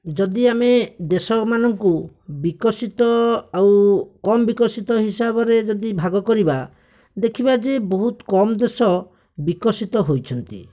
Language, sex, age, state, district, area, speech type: Odia, male, 18-30, Odisha, Bhadrak, rural, spontaneous